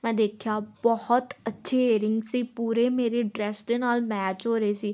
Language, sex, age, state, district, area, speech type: Punjabi, female, 18-30, Punjab, Tarn Taran, urban, spontaneous